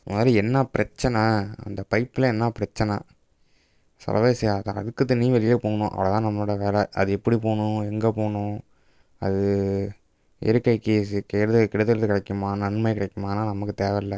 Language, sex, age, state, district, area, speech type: Tamil, male, 18-30, Tamil Nadu, Thanjavur, rural, spontaneous